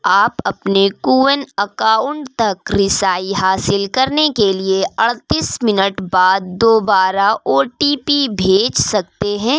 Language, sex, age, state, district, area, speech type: Urdu, female, 30-45, Uttar Pradesh, Lucknow, rural, read